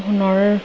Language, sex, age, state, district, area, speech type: Assamese, female, 30-45, Assam, Majuli, urban, spontaneous